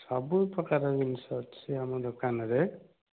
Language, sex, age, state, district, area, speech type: Odia, male, 45-60, Odisha, Dhenkanal, rural, conversation